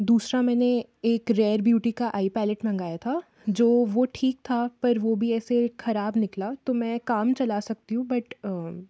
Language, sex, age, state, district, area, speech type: Hindi, female, 30-45, Madhya Pradesh, Jabalpur, urban, spontaneous